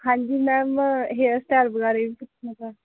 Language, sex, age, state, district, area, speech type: Punjabi, female, 18-30, Punjab, Barnala, urban, conversation